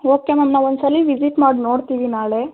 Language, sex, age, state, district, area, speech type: Kannada, female, 18-30, Karnataka, Bangalore Rural, rural, conversation